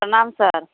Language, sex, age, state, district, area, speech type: Hindi, female, 30-45, Bihar, Samastipur, urban, conversation